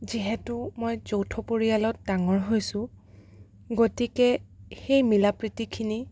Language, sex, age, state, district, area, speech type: Assamese, female, 18-30, Assam, Sonitpur, rural, spontaneous